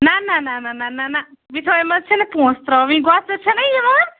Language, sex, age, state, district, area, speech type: Kashmiri, female, 45-60, Jammu and Kashmir, Ganderbal, rural, conversation